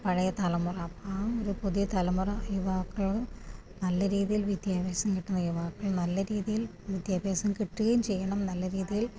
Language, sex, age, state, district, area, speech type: Malayalam, female, 30-45, Kerala, Pathanamthitta, rural, spontaneous